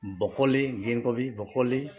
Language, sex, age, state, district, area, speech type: Assamese, male, 45-60, Assam, Sivasagar, rural, spontaneous